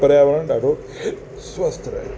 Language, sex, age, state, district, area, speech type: Sindhi, male, 45-60, Uttar Pradesh, Lucknow, rural, spontaneous